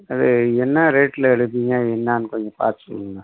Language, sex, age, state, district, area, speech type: Tamil, male, 60+, Tamil Nadu, Mayiladuthurai, rural, conversation